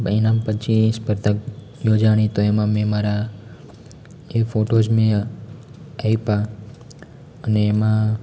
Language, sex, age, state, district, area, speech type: Gujarati, male, 18-30, Gujarat, Amreli, rural, spontaneous